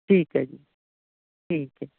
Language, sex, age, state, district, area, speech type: Punjabi, female, 45-60, Punjab, Ludhiana, urban, conversation